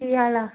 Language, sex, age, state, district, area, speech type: Punjabi, female, 30-45, Punjab, Muktsar, urban, conversation